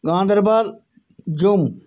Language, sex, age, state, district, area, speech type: Kashmiri, male, 30-45, Jammu and Kashmir, Srinagar, urban, spontaneous